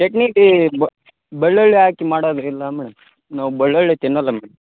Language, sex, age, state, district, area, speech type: Kannada, male, 18-30, Karnataka, Koppal, rural, conversation